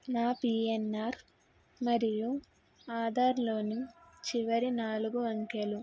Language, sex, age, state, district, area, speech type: Telugu, female, 18-30, Telangana, Karimnagar, urban, spontaneous